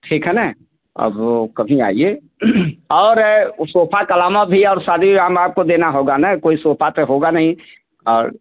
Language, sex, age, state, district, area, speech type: Hindi, male, 60+, Uttar Pradesh, Azamgarh, rural, conversation